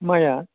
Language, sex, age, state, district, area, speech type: Bodo, male, 45-60, Assam, Udalguri, urban, conversation